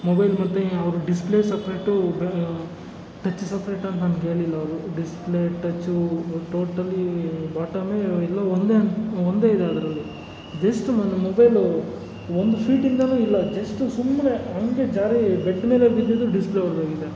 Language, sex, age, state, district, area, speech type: Kannada, male, 45-60, Karnataka, Kolar, rural, spontaneous